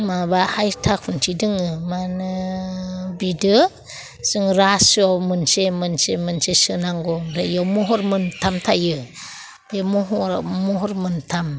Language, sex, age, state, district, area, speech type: Bodo, female, 45-60, Assam, Udalguri, urban, spontaneous